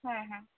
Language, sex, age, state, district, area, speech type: Bengali, female, 18-30, West Bengal, Cooch Behar, rural, conversation